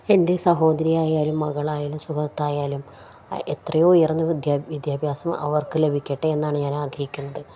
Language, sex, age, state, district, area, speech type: Malayalam, female, 45-60, Kerala, Palakkad, rural, spontaneous